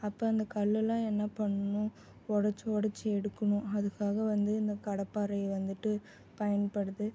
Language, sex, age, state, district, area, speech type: Tamil, female, 18-30, Tamil Nadu, Salem, rural, spontaneous